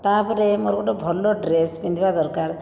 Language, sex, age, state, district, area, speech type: Odia, female, 60+, Odisha, Jajpur, rural, spontaneous